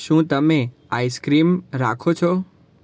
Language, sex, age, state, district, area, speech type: Gujarati, male, 18-30, Gujarat, Surat, urban, read